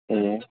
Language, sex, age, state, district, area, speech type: Nepali, male, 18-30, West Bengal, Darjeeling, rural, conversation